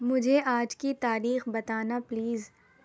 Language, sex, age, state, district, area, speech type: Urdu, female, 30-45, Uttar Pradesh, Lucknow, rural, read